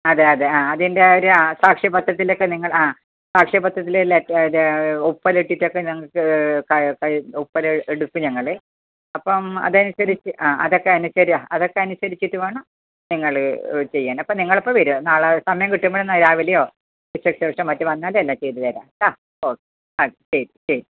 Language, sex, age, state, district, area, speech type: Malayalam, female, 60+, Kerala, Kasaragod, urban, conversation